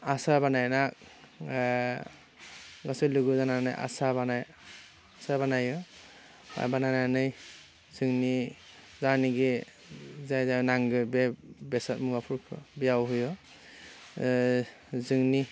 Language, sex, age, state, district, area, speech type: Bodo, male, 18-30, Assam, Udalguri, urban, spontaneous